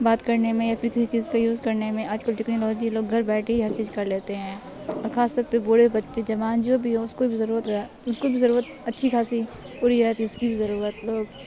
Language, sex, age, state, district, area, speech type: Urdu, female, 18-30, Bihar, Supaul, rural, spontaneous